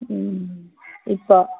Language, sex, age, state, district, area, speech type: Malayalam, female, 30-45, Kerala, Malappuram, rural, conversation